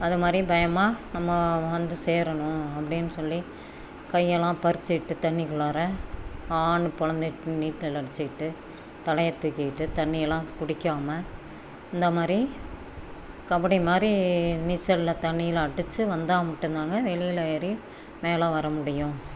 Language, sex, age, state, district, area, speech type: Tamil, female, 60+, Tamil Nadu, Namakkal, rural, spontaneous